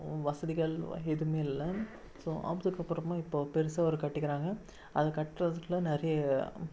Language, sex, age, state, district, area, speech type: Tamil, male, 18-30, Tamil Nadu, Krishnagiri, rural, spontaneous